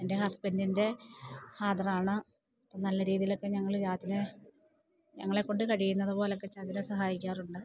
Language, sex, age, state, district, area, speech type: Malayalam, female, 45-60, Kerala, Idukki, rural, spontaneous